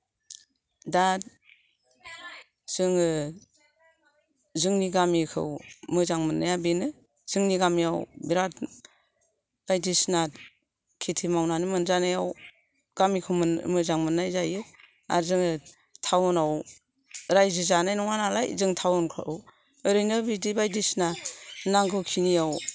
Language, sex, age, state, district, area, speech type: Bodo, female, 45-60, Assam, Kokrajhar, rural, spontaneous